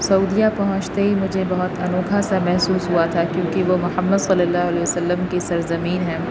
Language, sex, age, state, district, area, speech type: Urdu, female, 30-45, Uttar Pradesh, Aligarh, urban, spontaneous